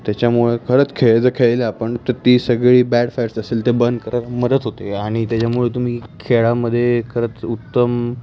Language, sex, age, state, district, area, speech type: Marathi, male, 18-30, Maharashtra, Pune, urban, spontaneous